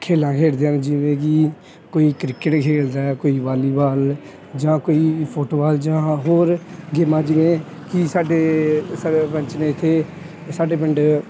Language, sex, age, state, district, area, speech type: Punjabi, male, 18-30, Punjab, Pathankot, rural, spontaneous